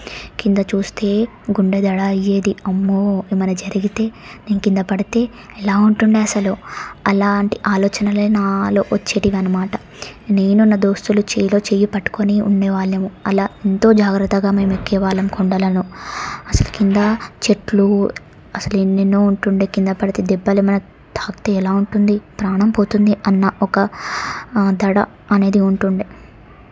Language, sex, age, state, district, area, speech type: Telugu, female, 18-30, Telangana, Suryapet, urban, spontaneous